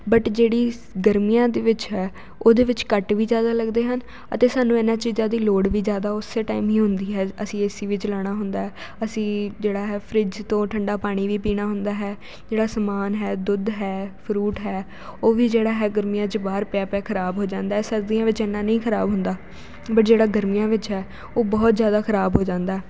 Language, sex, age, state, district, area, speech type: Punjabi, female, 18-30, Punjab, Jalandhar, urban, spontaneous